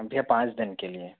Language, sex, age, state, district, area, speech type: Hindi, male, 60+, Madhya Pradesh, Bhopal, urban, conversation